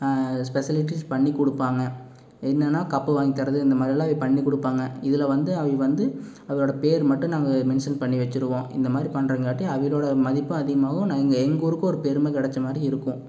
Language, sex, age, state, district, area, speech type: Tamil, male, 18-30, Tamil Nadu, Erode, rural, spontaneous